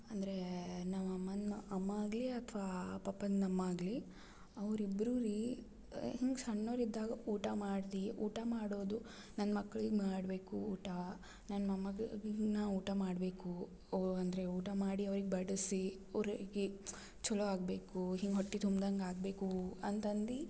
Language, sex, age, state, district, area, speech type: Kannada, female, 18-30, Karnataka, Gulbarga, urban, spontaneous